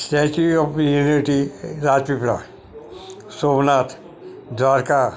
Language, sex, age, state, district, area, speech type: Gujarati, male, 60+, Gujarat, Narmada, urban, spontaneous